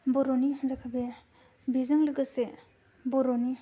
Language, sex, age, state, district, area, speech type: Bodo, female, 18-30, Assam, Kokrajhar, rural, spontaneous